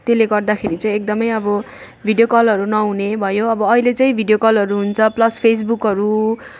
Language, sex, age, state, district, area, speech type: Nepali, female, 45-60, West Bengal, Darjeeling, rural, spontaneous